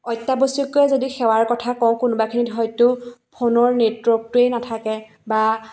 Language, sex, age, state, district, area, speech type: Assamese, female, 30-45, Assam, Dibrugarh, rural, spontaneous